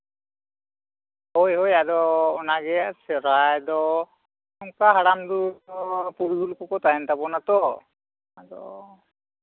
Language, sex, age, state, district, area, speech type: Santali, male, 45-60, West Bengal, Bankura, rural, conversation